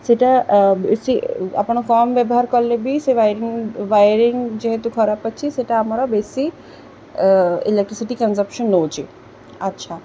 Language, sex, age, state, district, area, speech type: Odia, female, 30-45, Odisha, Sundergarh, urban, spontaneous